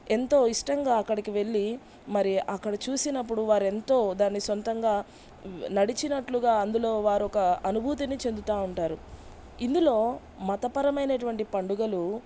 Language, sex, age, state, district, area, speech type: Telugu, female, 30-45, Andhra Pradesh, Bapatla, rural, spontaneous